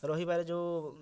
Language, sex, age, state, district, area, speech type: Odia, male, 30-45, Odisha, Mayurbhanj, rural, spontaneous